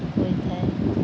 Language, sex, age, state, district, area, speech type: Odia, female, 30-45, Odisha, Sundergarh, urban, spontaneous